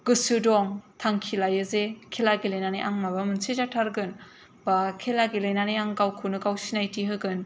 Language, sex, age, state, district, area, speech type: Bodo, female, 18-30, Assam, Kokrajhar, urban, spontaneous